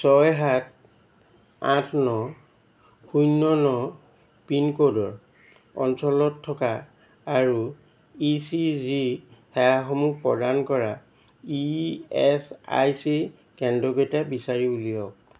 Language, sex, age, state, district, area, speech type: Assamese, male, 60+, Assam, Charaideo, urban, read